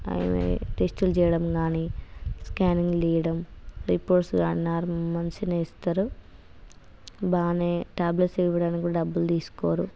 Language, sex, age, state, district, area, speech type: Telugu, female, 30-45, Telangana, Hanamkonda, rural, spontaneous